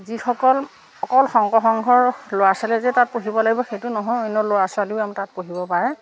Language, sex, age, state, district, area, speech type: Assamese, female, 60+, Assam, Majuli, urban, spontaneous